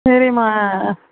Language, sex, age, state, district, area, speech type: Tamil, female, 18-30, Tamil Nadu, Vellore, urban, conversation